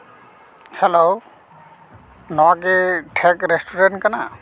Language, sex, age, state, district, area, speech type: Santali, male, 30-45, West Bengal, Paschim Bardhaman, rural, spontaneous